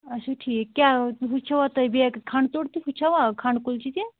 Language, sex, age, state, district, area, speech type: Kashmiri, female, 30-45, Jammu and Kashmir, Anantnag, rural, conversation